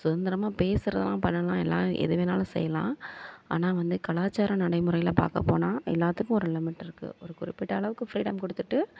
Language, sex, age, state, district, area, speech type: Tamil, female, 45-60, Tamil Nadu, Thanjavur, rural, spontaneous